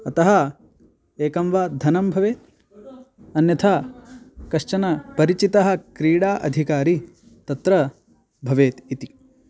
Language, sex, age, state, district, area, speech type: Sanskrit, male, 18-30, Karnataka, Belgaum, rural, spontaneous